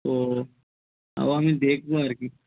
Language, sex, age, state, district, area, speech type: Bengali, male, 45-60, West Bengal, Nadia, rural, conversation